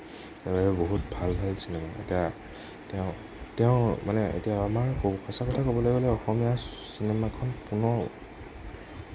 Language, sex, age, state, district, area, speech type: Assamese, male, 18-30, Assam, Nagaon, rural, spontaneous